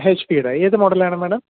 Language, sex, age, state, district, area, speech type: Malayalam, male, 30-45, Kerala, Thiruvananthapuram, urban, conversation